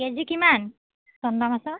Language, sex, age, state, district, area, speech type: Assamese, female, 30-45, Assam, Biswanath, rural, conversation